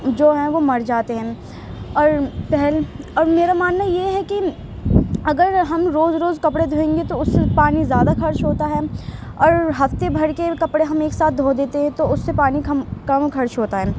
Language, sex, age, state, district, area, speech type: Urdu, female, 18-30, Delhi, Central Delhi, urban, spontaneous